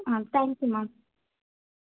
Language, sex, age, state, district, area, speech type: Tamil, female, 18-30, Tamil Nadu, Madurai, urban, conversation